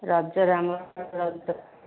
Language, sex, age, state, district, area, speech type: Odia, female, 45-60, Odisha, Angul, rural, conversation